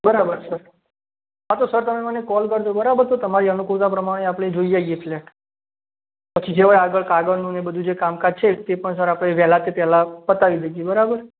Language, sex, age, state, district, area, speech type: Gujarati, male, 45-60, Gujarat, Mehsana, rural, conversation